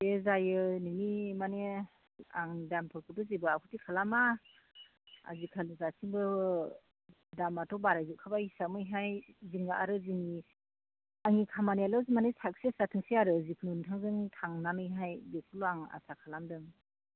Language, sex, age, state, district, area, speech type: Bodo, female, 30-45, Assam, Chirang, rural, conversation